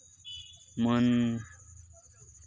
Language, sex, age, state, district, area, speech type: Santali, male, 18-30, West Bengal, Purba Bardhaman, rural, spontaneous